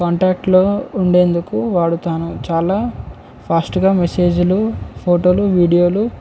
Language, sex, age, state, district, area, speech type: Telugu, male, 18-30, Telangana, Komaram Bheem, urban, spontaneous